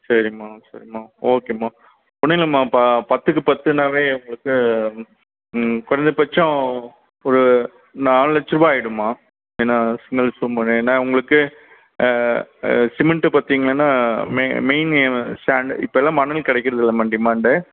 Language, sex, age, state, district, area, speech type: Tamil, male, 45-60, Tamil Nadu, Krishnagiri, rural, conversation